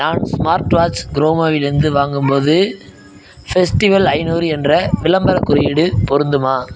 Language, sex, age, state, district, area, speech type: Tamil, male, 18-30, Tamil Nadu, Madurai, rural, read